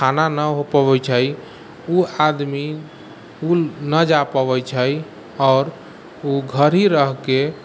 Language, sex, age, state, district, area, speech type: Maithili, male, 45-60, Bihar, Sitamarhi, rural, spontaneous